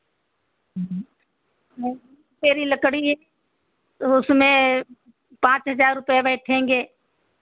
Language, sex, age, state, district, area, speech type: Hindi, female, 60+, Uttar Pradesh, Sitapur, rural, conversation